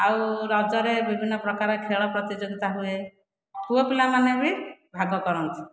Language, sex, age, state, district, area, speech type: Odia, female, 45-60, Odisha, Khordha, rural, spontaneous